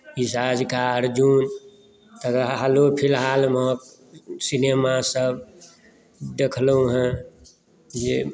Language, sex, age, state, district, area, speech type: Maithili, male, 45-60, Bihar, Madhubani, rural, spontaneous